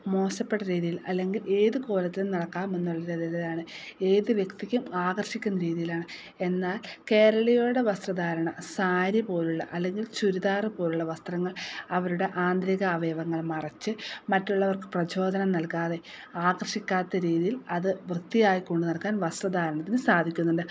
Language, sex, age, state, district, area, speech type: Malayalam, female, 30-45, Kerala, Wayanad, rural, spontaneous